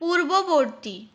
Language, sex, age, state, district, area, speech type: Bengali, female, 18-30, West Bengal, Purulia, urban, read